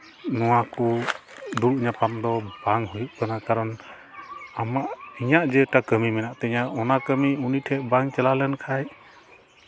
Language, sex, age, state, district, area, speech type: Santali, male, 18-30, West Bengal, Malda, rural, spontaneous